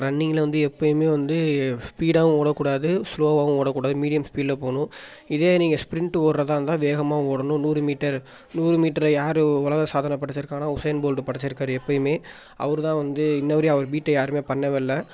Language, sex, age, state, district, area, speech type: Tamil, male, 18-30, Tamil Nadu, Thanjavur, rural, spontaneous